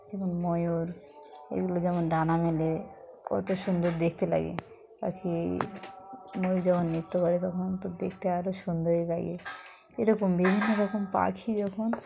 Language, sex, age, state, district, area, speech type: Bengali, female, 45-60, West Bengal, Dakshin Dinajpur, urban, spontaneous